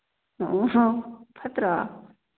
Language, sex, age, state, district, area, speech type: Manipuri, female, 45-60, Manipur, Churachandpur, urban, conversation